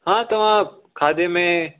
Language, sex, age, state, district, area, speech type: Sindhi, male, 18-30, Delhi, South Delhi, urban, conversation